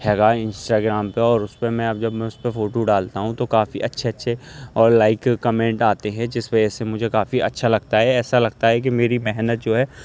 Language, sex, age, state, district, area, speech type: Urdu, male, 18-30, Uttar Pradesh, Aligarh, urban, spontaneous